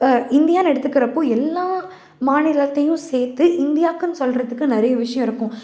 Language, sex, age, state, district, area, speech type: Tamil, female, 18-30, Tamil Nadu, Salem, urban, spontaneous